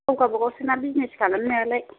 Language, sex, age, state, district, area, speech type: Bodo, female, 45-60, Assam, Kokrajhar, rural, conversation